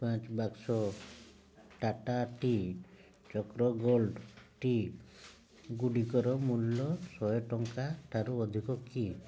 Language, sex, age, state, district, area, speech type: Odia, male, 30-45, Odisha, Mayurbhanj, rural, read